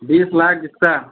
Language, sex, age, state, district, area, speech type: Hindi, male, 45-60, Uttar Pradesh, Ayodhya, rural, conversation